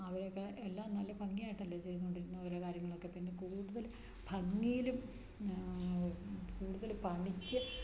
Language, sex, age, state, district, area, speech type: Malayalam, female, 60+, Kerala, Idukki, rural, spontaneous